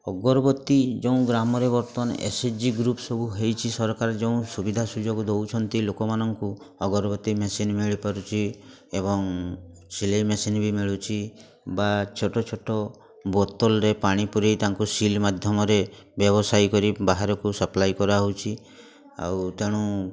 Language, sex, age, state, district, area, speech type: Odia, male, 45-60, Odisha, Mayurbhanj, rural, spontaneous